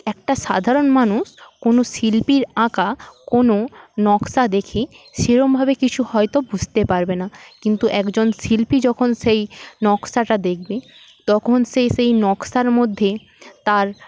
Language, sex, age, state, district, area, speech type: Bengali, female, 18-30, West Bengal, Paschim Medinipur, rural, spontaneous